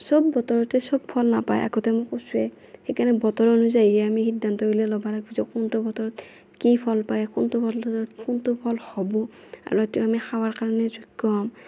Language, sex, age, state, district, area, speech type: Assamese, female, 18-30, Assam, Darrang, rural, spontaneous